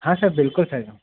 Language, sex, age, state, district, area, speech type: Hindi, male, 45-60, Madhya Pradesh, Bhopal, urban, conversation